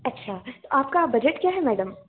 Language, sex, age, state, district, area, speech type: Hindi, female, 18-30, Madhya Pradesh, Balaghat, rural, conversation